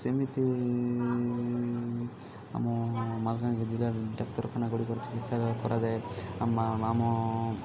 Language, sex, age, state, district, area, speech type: Odia, male, 18-30, Odisha, Malkangiri, urban, spontaneous